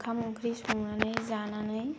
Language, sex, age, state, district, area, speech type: Bodo, female, 18-30, Assam, Kokrajhar, rural, spontaneous